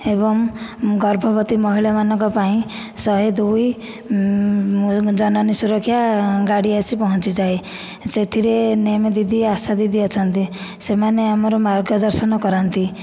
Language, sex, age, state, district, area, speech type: Odia, female, 30-45, Odisha, Dhenkanal, rural, spontaneous